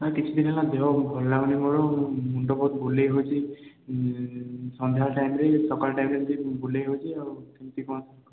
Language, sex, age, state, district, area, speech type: Odia, male, 18-30, Odisha, Khordha, rural, conversation